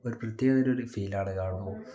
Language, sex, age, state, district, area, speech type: Malayalam, male, 30-45, Kerala, Wayanad, rural, spontaneous